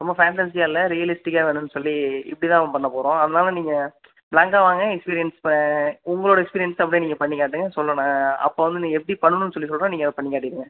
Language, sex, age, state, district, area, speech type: Tamil, male, 30-45, Tamil Nadu, Ariyalur, rural, conversation